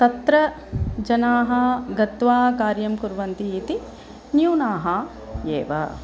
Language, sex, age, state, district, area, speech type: Sanskrit, female, 45-60, Tamil Nadu, Chennai, urban, spontaneous